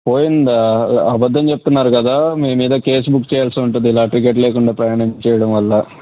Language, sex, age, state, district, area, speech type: Telugu, male, 18-30, Andhra Pradesh, Krishna, urban, conversation